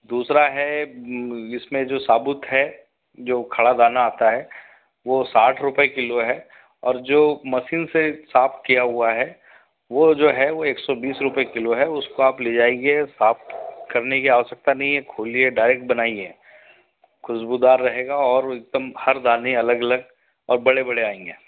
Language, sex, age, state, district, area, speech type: Hindi, male, 45-60, Madhya Pradesh, Betul, urban, conversation